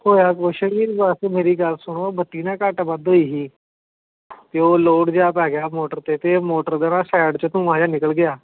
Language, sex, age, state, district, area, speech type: Punjabi, male, 18-30, Punjab, Gurdaspur, rural, conversation